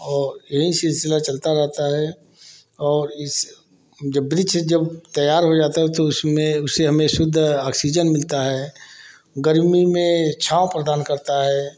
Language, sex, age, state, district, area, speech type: Hindi, male, 45-60, Uttar Pradesh, Varanasi, urban, spontaneous